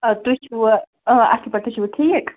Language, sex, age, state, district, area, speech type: Kashmiri, female, 45-60, Jammu and Kashmir, Ganderbal, rural, conversation